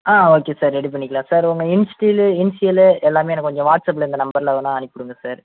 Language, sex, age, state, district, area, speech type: Tamil, male, 18-30, Tamil Nadu, Ariyalur, rural, conversation